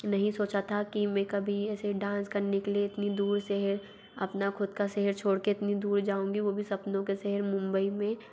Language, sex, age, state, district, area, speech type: Hindi, female, 45-60, Madhya Pradesh, Bhopal, urban, spontaneous